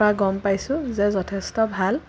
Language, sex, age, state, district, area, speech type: Assamese, female, 18-30, Assam, Sonitpur, rural, spontaneous